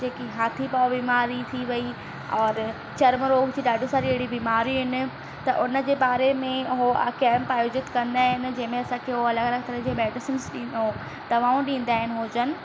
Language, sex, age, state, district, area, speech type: Sindhi, female, 18-30, Madhya Pradesh, Katni, urban, spontaneous